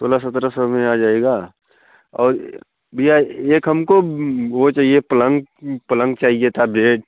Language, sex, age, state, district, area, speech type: Hindi, male, 45-60, Uttar Pradesh, Bhadohi, urban, conversation